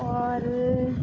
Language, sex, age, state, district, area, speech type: Urdu, female, 45-60, Bihar, Khagaria, rural, spontaneous